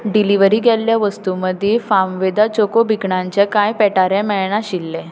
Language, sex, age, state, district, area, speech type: Goan Konkani, female, 18-30, Goa, Tiswadi, rural, read